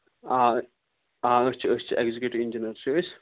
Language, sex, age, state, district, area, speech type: Kashmiri, male, 30-45, Jammu and Kashmir, Kupwara, rural, conversation